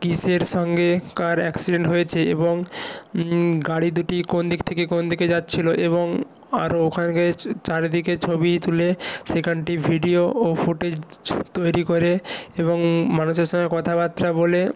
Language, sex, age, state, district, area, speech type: Bengali, male, 45-60, West Bengal, Nadia, rural, spontaneous